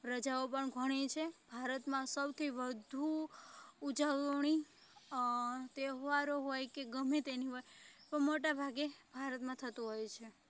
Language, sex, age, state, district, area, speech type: Gujarati, female, 18-30, Gujarat, Rajkot, rural, spontaneous